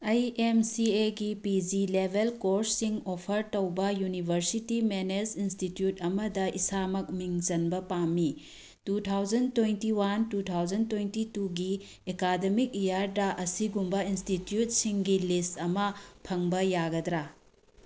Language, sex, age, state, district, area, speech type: Manipuri, female, 45-60, Manipur, Bishnupur, rural, read